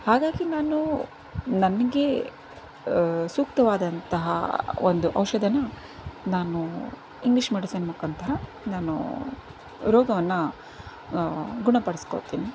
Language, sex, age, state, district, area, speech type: Kannada, female, 30-45, Karnataka, Davanagere, rural, spontaneous